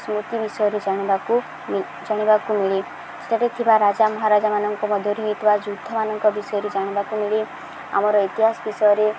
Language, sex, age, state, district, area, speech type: Odia, female, 18-30, Odisha, Subarnapur, urban, spontaneous